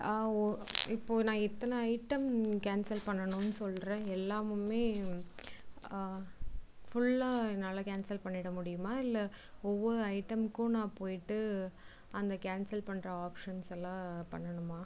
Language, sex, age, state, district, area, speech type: Tamil, female, 45-60, Tamil Nadu, Tiruvarur, rural, spontaneous